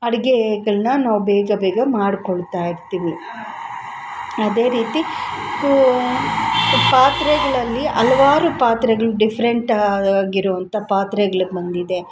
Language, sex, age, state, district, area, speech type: Kannada, female, 45-60, Karnataka, Kolar, urban, spontaneous